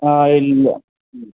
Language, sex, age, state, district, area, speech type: Malayalam, male, 18-30, Kerala, Kasaragod, rural, conversation